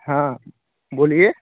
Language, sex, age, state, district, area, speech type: Hindi, male, 30-45, Bihar, Begusarai, rural, conversation